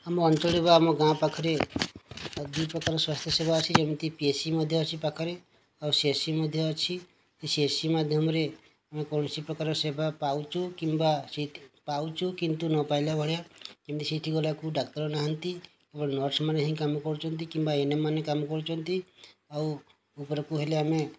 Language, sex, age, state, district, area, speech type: Odia, male, 30-45, Odisha, Kandhamal, rural, spontaneous